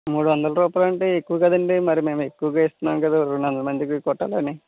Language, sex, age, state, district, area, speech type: Telugu, male, 30-45, Andhra Pradesh, West Godavari, rural, conversation